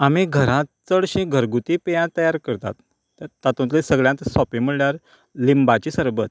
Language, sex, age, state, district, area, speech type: Goan Konkani, male, 45-60, Goa, Canacona, rural, spontaneous